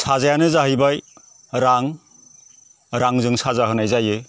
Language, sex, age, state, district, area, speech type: Bodo, male, 45-60, Assam, Baksa, rural, spontaneous